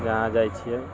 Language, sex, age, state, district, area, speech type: Maithili, male, 30-45, Bihar, Muzaffarpur, rural, spontaneous